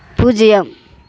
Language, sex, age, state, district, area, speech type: Tamil, female, 45-60, Tamil Nadu, Tiruvannamalai, urban, read